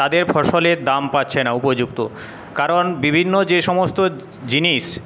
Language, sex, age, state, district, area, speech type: Bengali, male, 30-45, West Bengal, Paschim Medinipur, rural, spontaneous